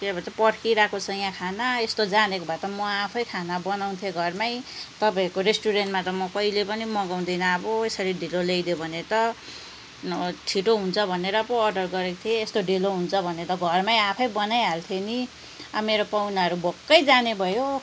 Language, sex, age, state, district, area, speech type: Nepali, female, 30-45, West Bengal, Kalimpong, rural, spontaneous